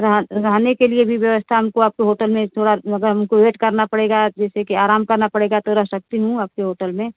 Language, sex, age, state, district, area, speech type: Hindi, female, 30-45, Uttar Pradesh, Ghazipur, rural, conversation